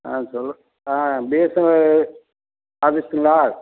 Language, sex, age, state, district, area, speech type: Tamil, male, 60+, Tamil Nadu, Madurai, rural, conversation